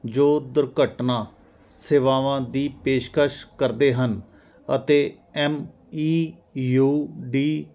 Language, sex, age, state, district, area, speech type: Punjabi, male, 45-60, Punjab, Jalandhar, urban, read